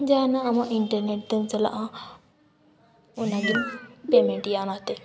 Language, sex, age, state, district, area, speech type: Santali, female, 18-30, Jharkhand, Seraikela Kharsawan, rural, spontaneous